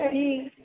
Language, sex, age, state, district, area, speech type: Sanskrit, female, 18-30, Rajasthan, Jaipur, urban, conversation